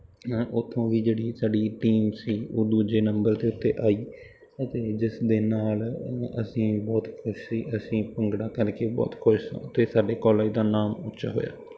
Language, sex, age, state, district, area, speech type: Punjabi, male, 18-30, Punjab, Bathinda, rural, spontaneous